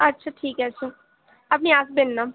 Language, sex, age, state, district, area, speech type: Bengali, female, 18-30, West Bengal, Bankura, urban, conversation